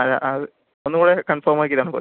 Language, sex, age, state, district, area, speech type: Malayalam, male, 18-30, Kerala, Palakkad, urban, conversation